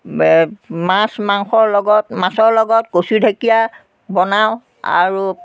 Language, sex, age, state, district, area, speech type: Assamese, female, 60+, Assam, Biswanath, rural, spontaneous